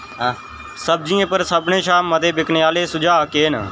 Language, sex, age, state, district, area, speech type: Dogri, male, 18-30, Jammu and Kashmir, Jammu, rural, read